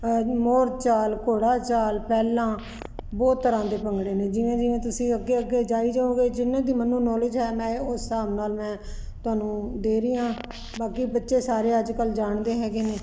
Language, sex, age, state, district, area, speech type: Punjabi, female, 60+, Punjab, Ludhiana, urban, spontaneous